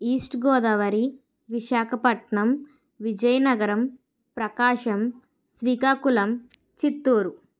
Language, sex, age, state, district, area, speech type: Telugu, female, 30-45, Andhra Pradesh, Kakinada, rural, spontaneous